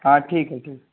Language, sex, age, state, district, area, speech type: Urdu, male, 18-30, Uttar Pradesh, Balrampur, rural, conversation